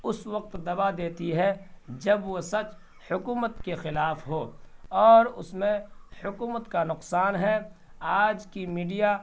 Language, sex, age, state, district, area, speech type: Urdu, male, 18-30, Bihar, Purnia, rural, spontaneous